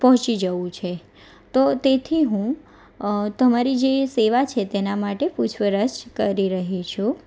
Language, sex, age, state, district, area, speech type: Gujarati, female, 18-30, Gujarat, Anand, urban, spontaneous